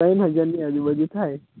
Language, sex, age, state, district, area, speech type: Gujarati, male, 18-30, Gujarat, Anand, rural, conversation